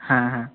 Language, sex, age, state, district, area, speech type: Bengali, male, 18-30, West Bengal, Nadia, rural, conversation